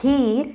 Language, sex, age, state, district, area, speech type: Goan Konkani, female, 45-60, Goa, Salcete, urban, spontaneous